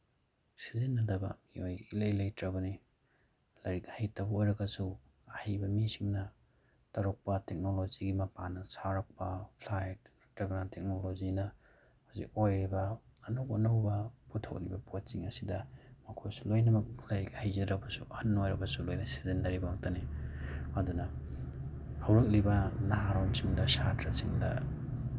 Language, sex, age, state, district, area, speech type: Manipuri, male, 30-45, Manipur, Bishnupur, rural, spontaneous